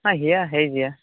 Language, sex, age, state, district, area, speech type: Odia, male, 45-60, Odisha, Nuapada, urban, conversation